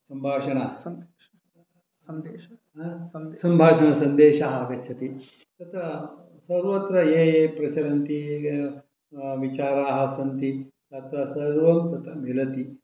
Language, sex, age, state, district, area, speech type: Sanskrit, male, 60+, Karnataka, Shimoga, rural, spontaneous